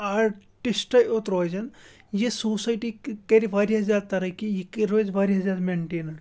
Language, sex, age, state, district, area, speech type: Kashmiri, male, 18-30, Jammu and Kashmir, Shopian, rural, spontaneous